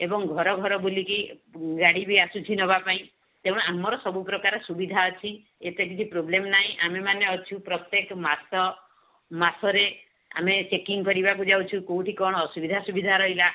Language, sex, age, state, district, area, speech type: Odia, female, 45-60, Odisha, Balasore, rural, conversation